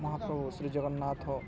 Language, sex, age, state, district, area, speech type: Odia, male, 45-60, Odisha, Balangir, urban, spontaneous